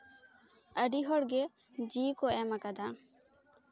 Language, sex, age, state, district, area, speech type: Santali, female, 18-30, West Bengal, Bankura, rural, spontaneous